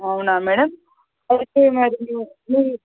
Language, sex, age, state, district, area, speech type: Telugu, female, 18-30, Telangana, Suryapet, urban, conversation